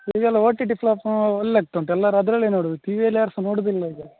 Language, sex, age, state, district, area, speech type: Kannada, male, 18-30, Karnataka, Udupi, rural, conversation